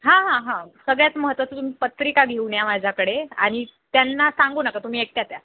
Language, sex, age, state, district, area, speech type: Marathi, female, 18-30, Maharashtra, Jalna, urban, conversation